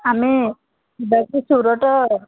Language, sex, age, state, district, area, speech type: Odia, female, 60+, Odisha, Jharsuguda, rural, conversation